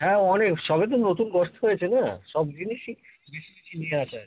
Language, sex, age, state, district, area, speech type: Bengali, male, 60+, West Bengal, North 24 Parganas, urban, conversation